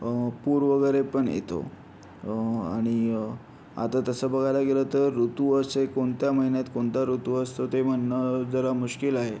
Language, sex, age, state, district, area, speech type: Marathi, male, 30-45, Maharashtra, Yavatmal, rural, spontaneous